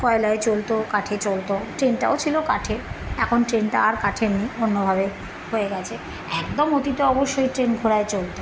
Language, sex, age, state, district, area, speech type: Bengali, female, 45-60, West Bengal, Birbhum, urban, spontaneous